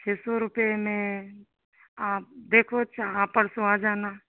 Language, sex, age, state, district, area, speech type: Hindi, female, 45-60, Uttar Pradesh, Sitapur, rural, conversation